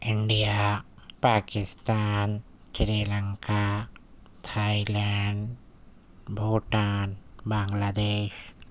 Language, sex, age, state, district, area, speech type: Urdu, male, 18-30, Delhi, Central Delhi, urban, spontaneous